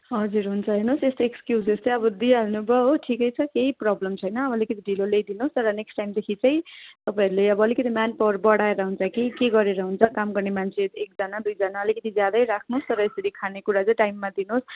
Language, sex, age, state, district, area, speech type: Nepali, female, 30-45, West Bengal, Darjeeling, rural, conversation